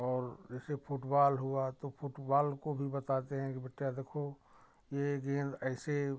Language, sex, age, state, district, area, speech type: Hindi, male, 45-60, Uttar Pradesh, Prayagraj, rural, spontaneous